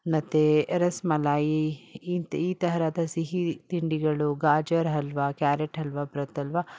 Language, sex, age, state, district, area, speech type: Kannada, female, 60+, Karnataka, Bangalore Urban, rural, spontaneous